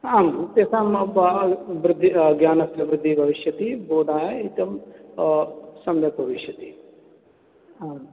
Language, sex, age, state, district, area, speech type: Sanskrit, male, 45-60, Rajasthan, Bharatpur, urban, conversation